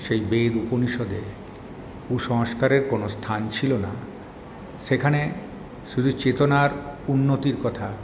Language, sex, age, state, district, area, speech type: Bengali, male, 60+, West Bengal, Paschim Bardhaman, urban, spontaneous